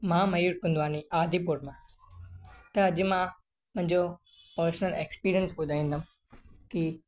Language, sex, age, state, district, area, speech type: Sindhi, male, 18-30, Gujarat, Kutch, rural, spontaneous